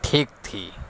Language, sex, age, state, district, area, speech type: Urdu, male, 30-45, Uttar Pradesh, Gautam Buddha Nagar, urban, spontaneous